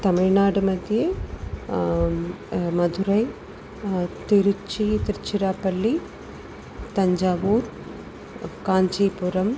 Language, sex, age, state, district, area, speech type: Sanskrit, female, 45-60, Tamil Nadu, Tiruchirappalli, urban, spontaneous